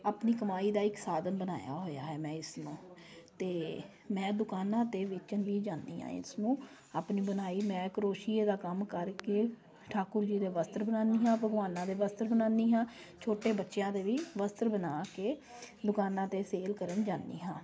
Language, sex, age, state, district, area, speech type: Punjabi, female, 30-45, Punjab, Kapurthala, urban, spontaneous